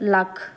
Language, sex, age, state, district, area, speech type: Punjabi, female, 30-45, Punjab, Amritsar, urban, spontaneous